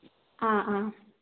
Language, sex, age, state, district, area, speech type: Malayalam, female, 45-60, Kerala, Kozhikode, urban, conversation